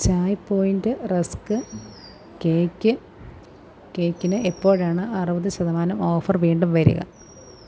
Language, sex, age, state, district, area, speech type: Malayalam, female, 30-45, Kerala, Alappuzha, rural, read